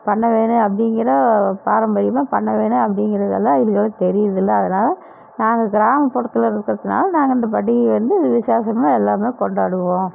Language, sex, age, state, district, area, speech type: Tamil, female, 60+, Tamil Nadu, Erode, urban, spontaneous